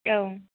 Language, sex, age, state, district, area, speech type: Bodo, female, 18-30, Assam, Kokrajhar, rural, conversation